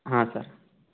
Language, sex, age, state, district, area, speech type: Kannada, male, 18-30, Karnataka, Tumkur, rural, conversation